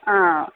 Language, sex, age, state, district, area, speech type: Malayalam, female, 30-45, Kerala, Kottayam, urban, conversation